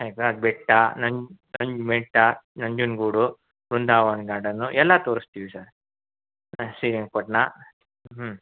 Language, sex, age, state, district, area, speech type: Kannada, male, 45-60, Karnataka, Mysore, rural, conversation